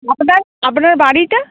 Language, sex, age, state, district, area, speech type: Bengali, female, 18-30, West Bengal, Uttar Dinajpur, rural, conversation